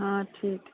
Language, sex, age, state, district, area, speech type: Maithili, female, 60+, Bihar, Sitamarhi, rural, conversation